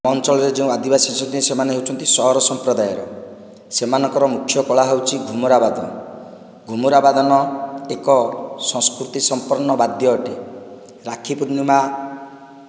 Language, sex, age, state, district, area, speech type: Odia, male, 45-60, Odisha, Nayagarh, rural, spontaneous